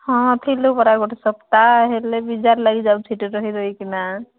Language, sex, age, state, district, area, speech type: Odia, female, 30-45, Odisha, Koraput, urban, conversation